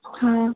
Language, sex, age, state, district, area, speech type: Sindhi, female, 18-30, Madhya Pradesh, Katni, urban, conversation